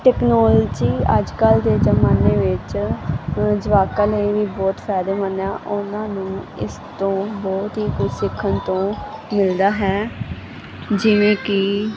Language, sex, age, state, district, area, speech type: Punjabi, female, 18-30, Punjab, Muktsar, urban, spontaneous